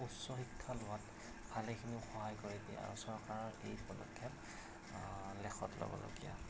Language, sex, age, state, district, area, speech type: Assamese, male, 18-30, Assam, Darrang, rural, spontaneous